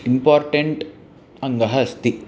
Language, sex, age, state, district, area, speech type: Sanskrit, male, 18-30, Punjab, Amritsar, urban, spontaneous